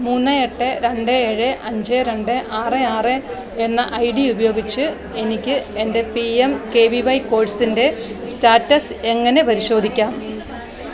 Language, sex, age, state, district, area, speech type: Malayalam, female, 45-60, Kerala, Alappuzha, rural, read